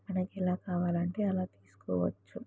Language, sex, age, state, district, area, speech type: Telugu, female, 18-30, Telangana, Mahabubabad, rural, spontaneous